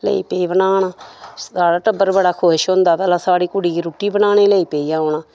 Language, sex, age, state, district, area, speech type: Dogri, female, 60+, Jammu and Kashmir, Samba, rural, spontaneous